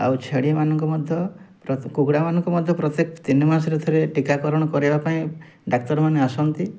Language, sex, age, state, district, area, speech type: Odia, male, 45-60, Odisha, Mayurbhanj, rural, spontaneous